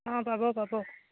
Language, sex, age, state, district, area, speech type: Assamese, female, 30-45, Assam, Jorhat, urban, conversation